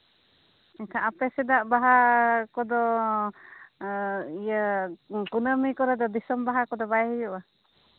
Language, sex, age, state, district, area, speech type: Santali, female, 30-45, Jharkhand, Seraikela Kharsawan, rural, conversation